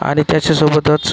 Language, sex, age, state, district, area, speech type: Marathi, male, 45-60, Maharashtra, Akola, rural, spontaneous